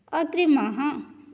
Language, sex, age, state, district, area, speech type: Sanskrit, female, 18-30, Odisha, Cuttack, rural, read